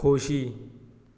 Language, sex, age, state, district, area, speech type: Goan Konkani, male, 18-30, Goa, Tiswadi, rural, read